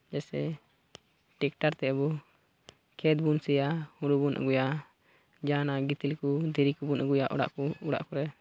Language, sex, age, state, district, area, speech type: Santali, male, 18-30, Jharkhand, Pakur, rural, spontaneous